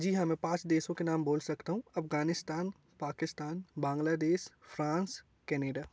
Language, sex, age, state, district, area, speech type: Hindi, male, 18-30, Madhya Pradesh, Jabalpur, urban, spontaneous